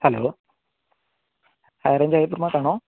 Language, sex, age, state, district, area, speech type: Malayalam, male, 30-45, Kerala, Idukki, rural, conversation